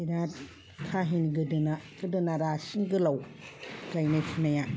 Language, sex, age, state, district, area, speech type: Bodo, female, 60+, Assam, Chirang, rural, spontaneous